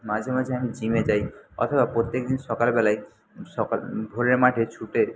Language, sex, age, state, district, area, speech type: Bengali, male, 30-45, West Bengal, Jhargram, rural, spontaneous